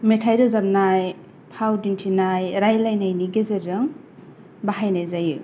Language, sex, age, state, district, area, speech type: Bodo, female, 18-30, Assam, Kokrajhar, rural, spontaneous